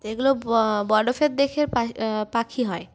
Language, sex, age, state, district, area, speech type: Bengali, female, 18-30, West Bengal, Uttar Dinajpur, urban, spontaneous